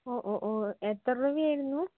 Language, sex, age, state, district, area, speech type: Malayalam, female, 18-30, Kerala, Wayanad, rural, conversation